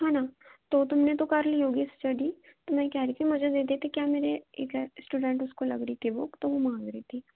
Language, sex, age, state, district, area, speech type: Hindi, female, 18-30, Madhya Pradesh, Chhindwara, urban, conversation